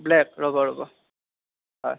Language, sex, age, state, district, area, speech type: Assamese, male, 30-45, Assam, Darrang, rural, conversation